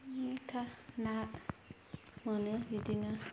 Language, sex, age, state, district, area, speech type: Bodo, female, 18-30, Assam, Kokrajhar, rural, spontaneous